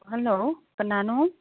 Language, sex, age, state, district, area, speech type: Manipuri, female, 45-60, Manipur, Chandel, rural, conversation